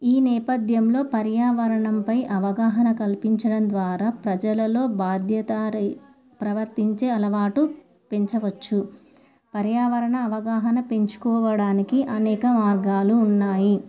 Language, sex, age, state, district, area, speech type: Telugu, female, 18-30, Telangana, Komaram Bheem, urban, spontaneous